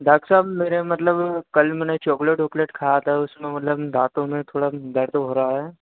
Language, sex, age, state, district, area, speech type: Hindi, male, 30-45, Madhya Pradesh, Harda, urban, conversation